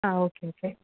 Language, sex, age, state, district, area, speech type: Malayalam, female, 18-30, Kerala, Thrissur, urban, conversation